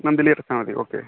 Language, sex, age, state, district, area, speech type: Malayalam, male, 30-45, Kerala, Kozhikode, urban, conversation